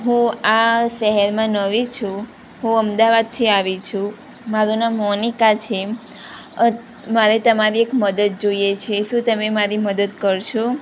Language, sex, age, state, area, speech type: Gujarati, female, 18-30, Gujarat, rural, spontaneous